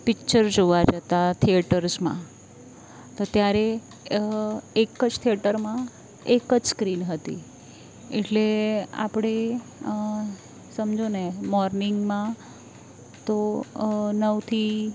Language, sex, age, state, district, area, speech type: Gujarati, female, 30-45, Gujarat, Valsad, urban, spontaneous